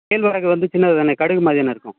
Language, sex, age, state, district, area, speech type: Tamil, male, 30-45, Tamil Nadu, Thanjavur, rural, conversation